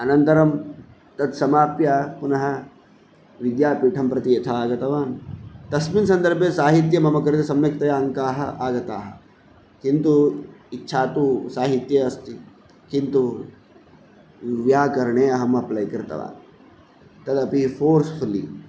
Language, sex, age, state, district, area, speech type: Sanskrit, male, 30-45, Telangana, Hyderabad, urban, spontaneous